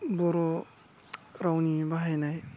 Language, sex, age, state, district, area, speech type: Bodo, male, 18-30, Assam, Udalguri, urban, spontaneous